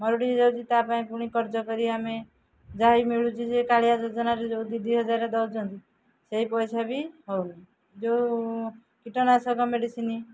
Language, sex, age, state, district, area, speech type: Odia, female, 45-60, Odisha, Jagatsinghpur, rural, spontaneous